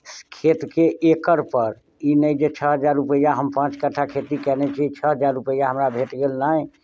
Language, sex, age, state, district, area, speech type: Maithili, male, 60+, Bihar, Muzaffarpur, rural, spontaneous